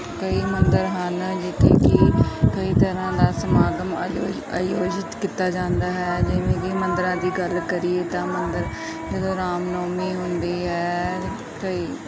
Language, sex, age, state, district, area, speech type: Punjabi, female, 18-30, Punjab, Pathankot, rural, spontaneous